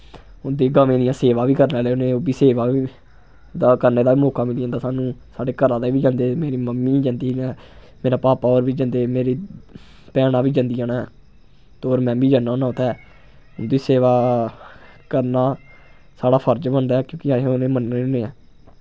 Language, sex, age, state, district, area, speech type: Dogri, male, 18-30, Jammu and Kashmir, Samba, rural, spontaneous